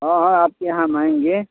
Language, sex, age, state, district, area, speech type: Hindi, male, 45-60, Uttar Pradesh, Chandauli, urban, conversation